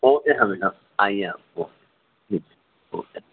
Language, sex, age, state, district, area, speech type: Urdu, male, 45-60, Telangana, Hyderabad, urban, conversation